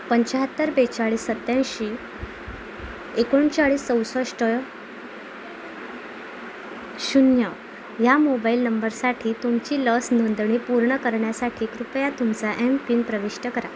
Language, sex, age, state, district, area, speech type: Marathi, female, 18-30, Maharashtra, Amravati, urban, read